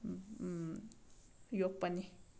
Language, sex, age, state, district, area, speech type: Manipuri, female, 30-45, Manipur, Senapati, rural, spontaneous